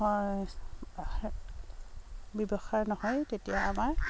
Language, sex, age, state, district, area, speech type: Assamese, female, 45-60, Assam, Dibrugarh, rural, spontaneous